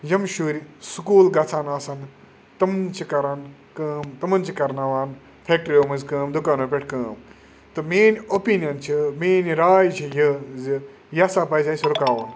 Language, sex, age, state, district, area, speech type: Kashmiri, male, 30-45, Jammu and Kashmir, Kupwara, rural, spontaneous